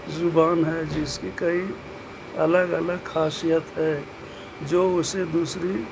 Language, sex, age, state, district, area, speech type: Urdu, male, 60+, Bihar, Gaya, urban, spontaneous